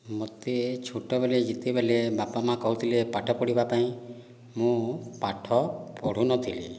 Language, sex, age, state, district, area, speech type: Odia, male, 45-60, Odisha, Boudh, rural, spontaneous